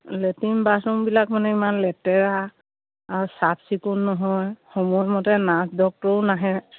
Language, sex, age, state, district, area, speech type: Assamese, female, 60+, Assam, Dibrugarh, rural, conversation